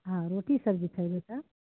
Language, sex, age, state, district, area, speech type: Maithili, female, 60+, Bihar, Begusarai, rural, conversation